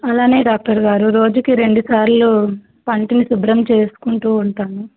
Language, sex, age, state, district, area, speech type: Telugu, female, 18-30, Andhra Pradesh, Krishna, urban, conversation